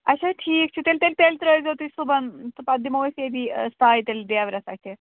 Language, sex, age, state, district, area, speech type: Kashmiri, female, 45-60, Jammu and Kashmir, Ganderbal, rural, conversation